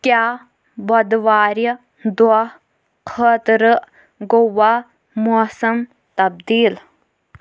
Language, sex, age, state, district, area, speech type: Kashmiri, female, 18-30, Jammu and Kashmir, Kulgam, urban, read